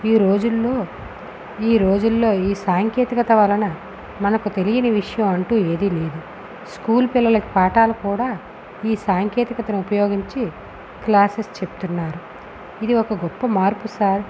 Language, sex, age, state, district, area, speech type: Telugu, female, 18-30, Andhra Pradesh, Visakhapatnam, rural, spontaneous